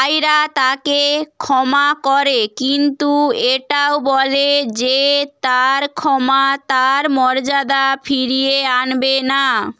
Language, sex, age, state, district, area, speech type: Bengali, female, 18-30, West Bengal, Bankura, rural, read